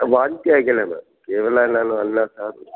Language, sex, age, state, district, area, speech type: Kannada, male, 60+, Karnataka, Gulbarga, urban, conversation